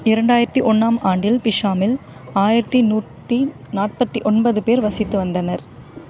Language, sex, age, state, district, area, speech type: Tamil, female, 30-45, Tamil Nadu, Kanchipuram, urban, read